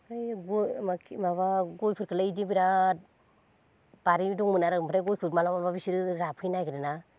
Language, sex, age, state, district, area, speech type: Bodo, female, 30-45, Assam, Baksa, rural, spontaneous